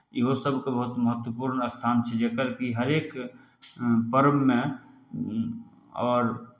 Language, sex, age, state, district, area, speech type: Maithili, male, 30-45, Bihar, Samastipur, urban, spontaneous